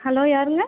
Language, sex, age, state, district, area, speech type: Tamil, female, 18-30, Tamil Nadu, Cuddalore, rural, conversation